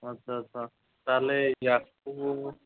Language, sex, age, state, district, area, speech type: Odia, male, 18-30, Odisha, Cuttack, urban, conversation